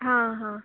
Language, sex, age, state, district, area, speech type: Goan Konkani, female, 18-30, Goa, Canacona, rural, conversation